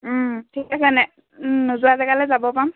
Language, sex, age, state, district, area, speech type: Assamese, female, 18-30, Assam, Lakhimpur, rural, conversation